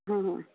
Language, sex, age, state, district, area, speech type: Punjabi, female, 45-60, Punjab, Fazilka, rural, conversation